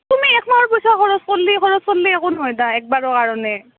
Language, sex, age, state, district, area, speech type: Assamese, female, 18-30, Assam, Nalbari, rural, conversation